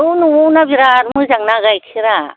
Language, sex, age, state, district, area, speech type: Bodo, female, 60+, Assam, Chirang, rural, conversation